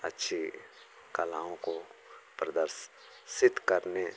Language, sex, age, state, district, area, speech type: Hindi, male, 45-60, Uttar Pradesh, Mau, rural, spontaneous